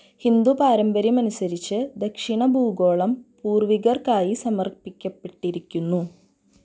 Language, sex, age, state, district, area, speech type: Malayalam, female, 18-30, Kerala, Thrissur, rural, read